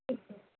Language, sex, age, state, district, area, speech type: Urdu, female, 30-45, Delhi, Central Delhi, urban, conversation